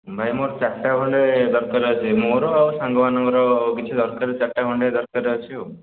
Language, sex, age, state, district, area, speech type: Odia, male, 18-30, Odisha, Khordha, rural, conversation